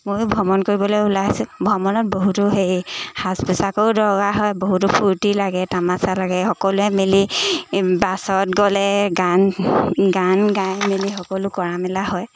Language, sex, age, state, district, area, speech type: Assamese, female, 18-30, Assam, Lakhimpur, urban, spontaneous